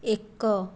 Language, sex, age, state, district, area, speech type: Odia, female, 30-45, Odisha, Puri, urban, read